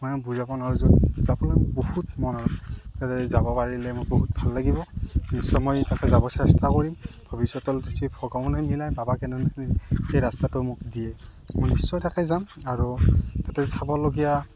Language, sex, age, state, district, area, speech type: Assamese, male, 30-45, Assam, Morigaon, rural, spontaneous